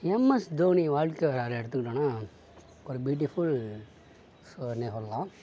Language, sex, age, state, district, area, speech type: Tamil, male, 60+, Tamil Nadu, Mayiladuthurai, rural, spontaneous